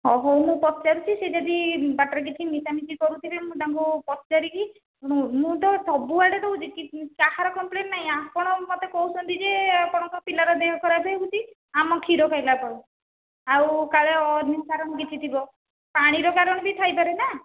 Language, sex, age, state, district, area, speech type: Odia, female, 45-60, Odisha, Khordha, rural, conversation